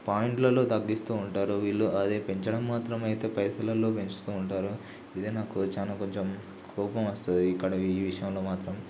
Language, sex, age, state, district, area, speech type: Telugu, male, 18-30, Telangana, Nalgonda, rural, spontaneous